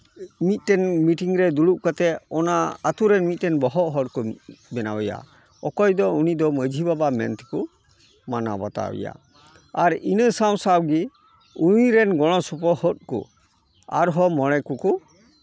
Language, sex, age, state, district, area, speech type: Santali, male, 45-60, West Bengal, Malda, rural, spontaneous